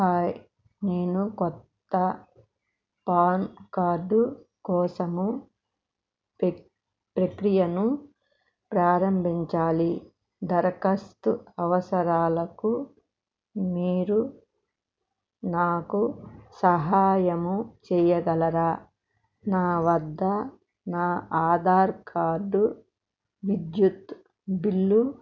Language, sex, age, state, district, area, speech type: Telugu, female, 60+, Andhra Pradesh, Krishna, urban, read